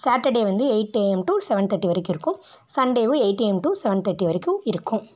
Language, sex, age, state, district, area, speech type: Tamil, female, 18-30, Tamil Nadu, Tiruppur, rural, spontaneous